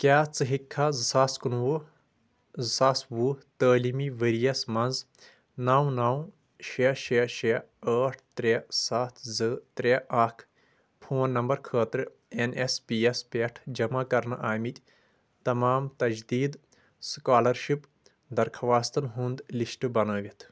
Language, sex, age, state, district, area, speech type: Kashmiri, male, 18-30, Jammu and Kashmir, Shopian, urban, read